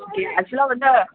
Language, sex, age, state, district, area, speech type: Tamil, female, 18-30, Tamil Nadu, Madurai, urban, conversation